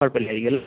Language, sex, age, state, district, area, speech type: Malayalam, male, 60+, Kerala, Wayanad, rural, conversation